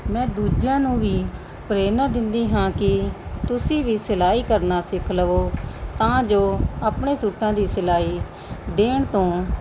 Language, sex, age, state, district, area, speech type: Punjabi, female, 30-45, Punjab, Muktsar, urban, spontaneous